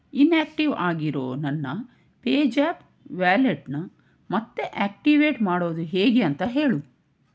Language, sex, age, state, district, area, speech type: Kannada, female, 45-60, Karnataka, Tumkur, urban, read